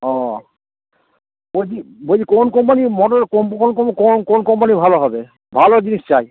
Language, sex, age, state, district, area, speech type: Bengali, male, 60+, West Bengal, Howrah, urban, conversation